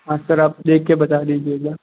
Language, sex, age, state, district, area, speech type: Hindi, male, 18-30, Rajasthan, Jodhpur, rural, conversation